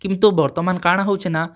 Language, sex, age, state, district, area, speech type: Odia, male, 30-45, Odisha, Kalahandi, rural, spontaneous